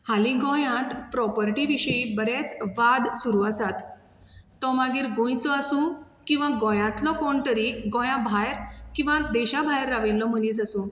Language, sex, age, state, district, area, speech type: Goan Konkani, female, 30-45, Goa, Bardez, rural, spontaneous